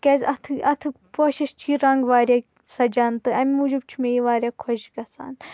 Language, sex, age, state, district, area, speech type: Kashmiri, female, 18-30, Jammu and Kashmir, Pulwama, rural, spontaneous